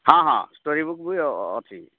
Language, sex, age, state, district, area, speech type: Odia, male, 45-60, Odisha, Rayagada, rural, conversation